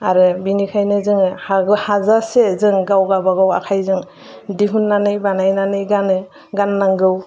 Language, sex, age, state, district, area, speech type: Bodo, female, 30-45, Assam, Udalguri, urban, spontaneous